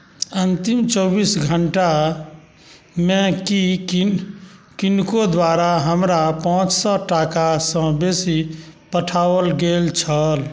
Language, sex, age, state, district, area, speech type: Maithili, male, 60+, Bihar, Saharsa, rural, read